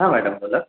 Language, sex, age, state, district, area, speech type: Marathi, male, 45-60, Maharashtra, Nagpur, rural, conversation